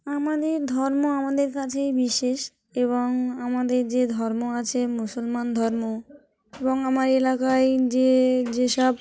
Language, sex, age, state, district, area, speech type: Bengali, female, 30-45, West Bengal, Dakshin Dinajpur, urban, spontaneous